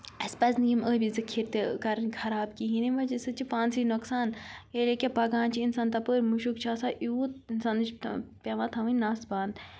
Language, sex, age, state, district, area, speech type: Kashmiri, female, 18-30, Jammu and Kashmir, Kupwara, rural, spontaneous